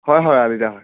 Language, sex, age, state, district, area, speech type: Assamese, male, 30-45, Assam, Sivasagar, urban, conversation